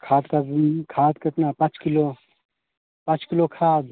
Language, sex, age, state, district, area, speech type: Hindi, male, 45-60, Bihar, Vaishali, urban, conversation